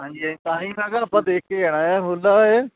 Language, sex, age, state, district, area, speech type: Punjabi, male, 18-30, Punjab, Kapurthala, urban, conversation